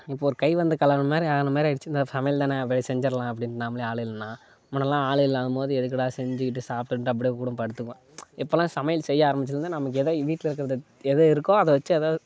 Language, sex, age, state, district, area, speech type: Tamil, male, 18-30, Tamil Nadu, Kallakurichi, urban, spontaneous